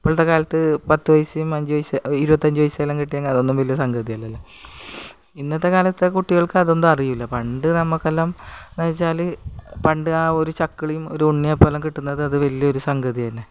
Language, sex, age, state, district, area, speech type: Malayalam, female, 45-60, Kerala, Kasaragod, rural, spontaneous